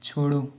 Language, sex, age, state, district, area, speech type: Hindi, male, 45-60, Madhya Pradesh, Balaghat, rural, read